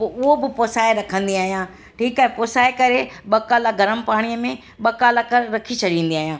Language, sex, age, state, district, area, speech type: Sindhi, female, 60+, Delhi, South Delhi, urban, spontaneous